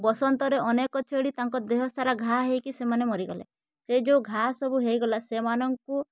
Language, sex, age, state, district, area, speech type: Odia, female, 18-30, Odisha, Mayurbhanj, rural, spontaneous